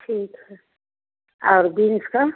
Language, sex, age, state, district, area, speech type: Hindi, female, 60+, Bihar, Begusarai, rural, conversation